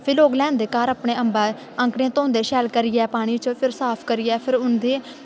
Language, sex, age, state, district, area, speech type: Dogri, female, 18-30, Jammu and Kashmir, Kathua, rural, spontaneous